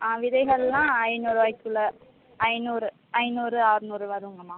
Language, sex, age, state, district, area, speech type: Tamil, female, 18-30, Tamil Nadu, Perambalur, rural, conversation